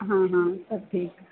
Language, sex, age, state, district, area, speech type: Punjabi, female, 18-30, Punjab, Firozpur, urban, conversation